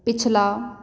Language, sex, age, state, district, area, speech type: Punjabi, female, 30-45, Punjab, Patiala, rural, read